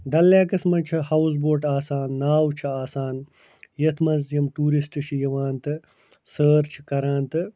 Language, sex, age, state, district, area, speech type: Kashmiri, male, 45-60, Jammu and Kashmir, Srinagar, urban, spontaneous